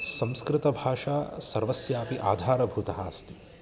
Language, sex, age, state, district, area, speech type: Sanskrit, male, 30-45, Karnataka, Bangalore Urban, urban, spontaneous